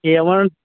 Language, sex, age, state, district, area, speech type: Telugu, male, 18-30, Andhra Pradesh, Konaseema, urban, conversation